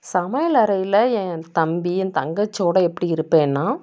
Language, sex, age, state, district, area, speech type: Tamil, female, 30-45, Tamil Nadu, Dharmapuri, rural, spontaneous